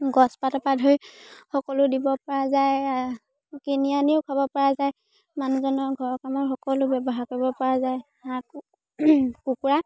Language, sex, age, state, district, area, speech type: Assamese, female, 18-30, Assam, Sivasagar, rural, spontaneous